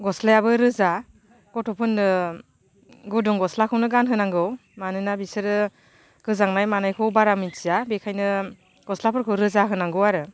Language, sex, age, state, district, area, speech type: Bodo, female, 30-45, Assam, Baksa, rural, spontaneous